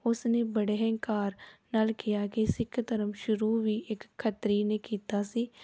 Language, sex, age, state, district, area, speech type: Punjabi, female, 18-30, Punjab, Gurdaspur, rural, spontaneous